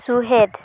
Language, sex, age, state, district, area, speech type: Santali, female, 18-30, West Bengal, Purulia, rural, read